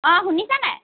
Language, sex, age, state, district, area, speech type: Assamese, female, 30-45, Assam, Lakhimpur, rural, conversation